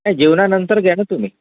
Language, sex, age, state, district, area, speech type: Marathi, male, 45-60, Maharashtra, Nagpur, urban, conversation